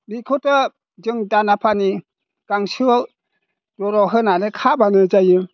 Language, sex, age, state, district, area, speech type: Bodo, male, 60+, Assam, Udalguri, rural, spontaneous